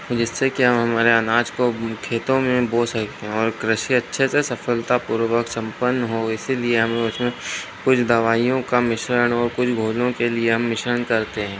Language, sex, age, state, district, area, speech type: Hindi, male, 30-45, Madhya Pradesh, Harda, urban, spontaneous